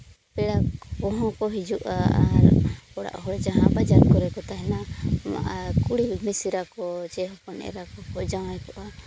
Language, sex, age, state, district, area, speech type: Santali, female, 30-45, Jharkhand, Seraikela Kharsawan, rural, spontaneous